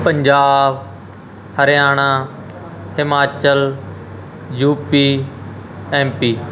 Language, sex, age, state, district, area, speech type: Punjabi, male, 18-30, Punjab, Mansa, urban, spontaneous